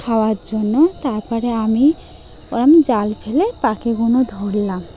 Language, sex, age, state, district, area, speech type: Bengali, female, 30-45, West Bengal, Dakshin Dinajpur, urban, spontaneous